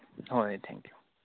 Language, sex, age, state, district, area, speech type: Manipuri, male, 18-30, Manipur, Kakching, rural, conversation